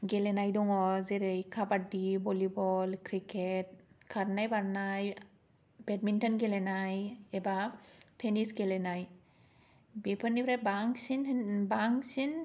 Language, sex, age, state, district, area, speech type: Bodo, female, 18-30, Assam, Kokrajhar, rural, spontaneous